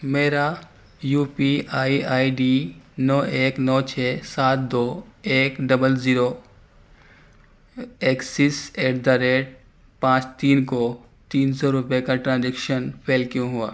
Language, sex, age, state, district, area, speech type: Urdu, male, 18-30, Delhi, Central Delhi, urban, read